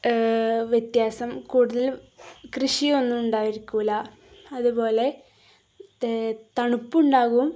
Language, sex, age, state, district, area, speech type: Malayalam, female, 30-45, Kerala, Kozhikode, rural, spontaneous